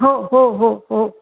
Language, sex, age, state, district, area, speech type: Marathi, female, 60+, Maharashtra, Pune, urban, conversation